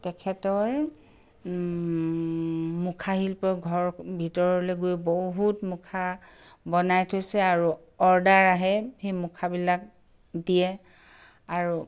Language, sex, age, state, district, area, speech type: Assamese, female, 60+, Assam, Charaideo, urban, spontaneous